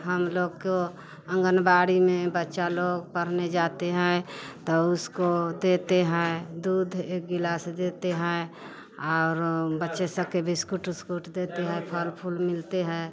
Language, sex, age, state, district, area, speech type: Hindi, female, 45-60, Bihar, Vaishali, rural, spontaneous